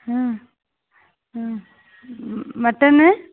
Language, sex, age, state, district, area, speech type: Kannada, female, 30-45, Karnataka, Gadag, urban, conversation